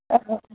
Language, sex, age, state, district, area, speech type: Bodo, female, 18-30, Assam, Kokrajhar, rural, conversation